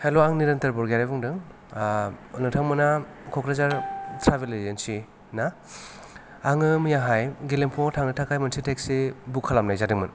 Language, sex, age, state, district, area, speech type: Bodo, male, 30-45, Assam, Kokrajhar, rural, spontaneous